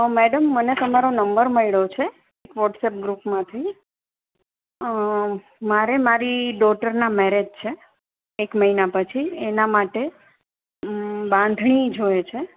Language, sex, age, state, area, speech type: Gujarati, female, 30-45, Gujarat, urban, conversation